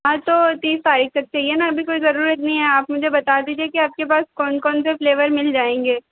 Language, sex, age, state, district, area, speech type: Hindi, female, 18-30, Madhya Pradesh, Harda, urban, conversation